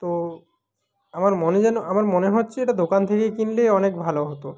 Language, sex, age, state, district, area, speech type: Bengali, male, 30-45, West Bengal, Purba Medinipur, rural, spontaneous